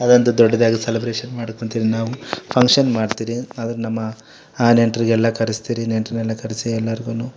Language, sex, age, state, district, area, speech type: Kannada, male, 30-45, Karnataka, Kolar, urban, spontaneous